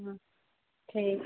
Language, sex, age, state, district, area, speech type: Hindi, female, 30-45, Bihar, Begusarai, rural, conversation